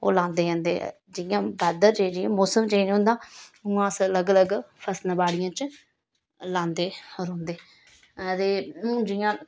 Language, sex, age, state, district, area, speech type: Dogri, female, 30-45, Jammu and Kashmir, Reasi, rural, spontaneous